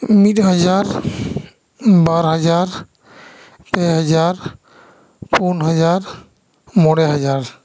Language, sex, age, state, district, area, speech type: Santali, male, 30-45, West Bengal, Bankura, rural, spontaneous